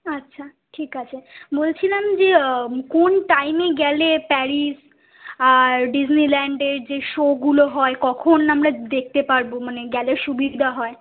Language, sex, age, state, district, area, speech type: Bengali, female, 18-30, West Bengal, Kolkata, urban, conversation